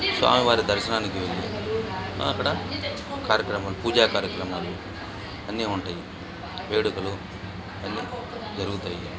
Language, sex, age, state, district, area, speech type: Telugu, male, 45-60, Andhra Pradesh, Bapatla, urban, spontaneous